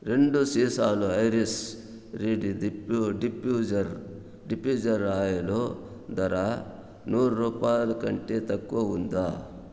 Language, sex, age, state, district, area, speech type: Telugu, male, 60+, Andhra Pradesh, Sri Balaji, rural, read